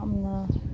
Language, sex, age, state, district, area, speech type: Manipuri, female, 45-60, Manipur, Imphal East, rural, spontaneous